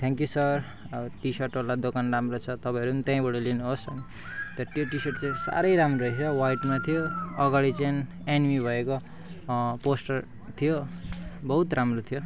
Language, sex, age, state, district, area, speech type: Nepali, male, 18-30, West Bengal, Alipurduar, urban, spontaneous